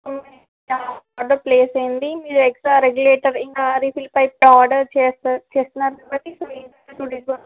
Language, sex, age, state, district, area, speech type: Telugu, female, 18-30, Andhra Pradesh, Alluri Sitarama Raju, rural, conversation